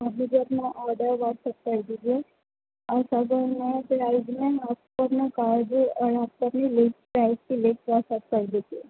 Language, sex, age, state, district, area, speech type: Urdu, female, 30-45, Delhi, Central Delhi, urban, conversation